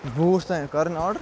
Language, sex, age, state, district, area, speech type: Kashmiri, male, 30-45, Jammu and Kashmir, Bandipora, rural, spontaneous